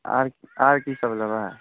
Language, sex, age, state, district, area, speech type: Maithili, male, 30-45, Bihar, Saharsa, rural, conversation